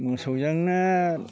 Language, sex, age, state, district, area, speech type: Bodo, male, 60+, Assam, Chirang, rural, spontaneous